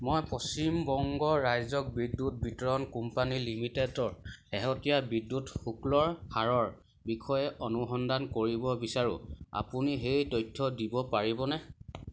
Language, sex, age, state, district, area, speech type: Assamese, male, 30-45, Assam, Sivasagar, rural, read